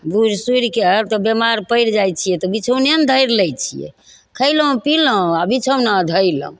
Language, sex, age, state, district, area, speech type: Maithili, female, 60+, Bihar, Begusarai, rural, spontaneous